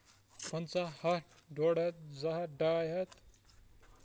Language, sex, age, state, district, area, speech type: Kashmiri, male, 18-30, Jammu and Kashmir, Kupwara, urban, spontaneous